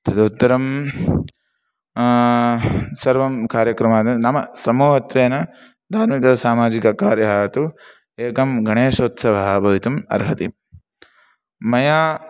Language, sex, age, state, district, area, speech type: Sanskrit, male, 18-30, Karnataka, Chikkamagaluru, urban, spontaneous